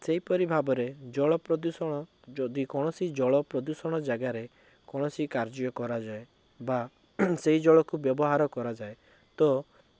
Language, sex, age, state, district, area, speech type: Odia, male, 18-30, Odisha, Cuttack, urban, spontaneous